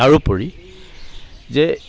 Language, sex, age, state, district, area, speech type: Assamese, male, 45-60, Assam, Charaideo, rural, spontaneous